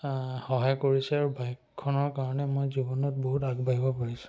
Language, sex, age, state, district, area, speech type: Assamese, male, 18-30, Assam, Charaideo, rural, spontaneous